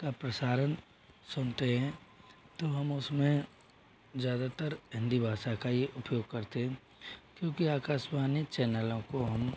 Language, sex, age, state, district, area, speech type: Hindi, male, 18-30, Rajasthan, Jodhpur, rural, spontaneous